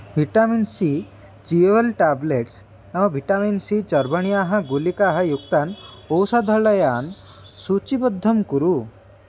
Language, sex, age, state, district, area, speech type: Sanskrit, male, 18-30, Odisha, Puri, urban, read